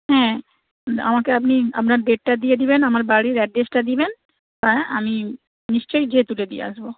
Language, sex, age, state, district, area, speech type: Bengali, female, 60+, West Bengal, Purba Medinipur, rural, conversation